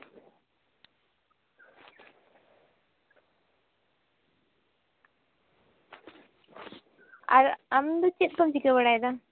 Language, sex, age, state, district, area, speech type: Santali, female, 18-30, West Bengal, Jhargram, rural, conversation